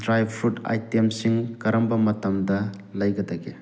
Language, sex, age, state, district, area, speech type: Manipuri, male, 30-45, Manipur, Thoubal, rural, read